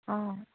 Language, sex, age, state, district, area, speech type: Assamese, female, 45-60, Assam, Dibrugarh, rural, conversation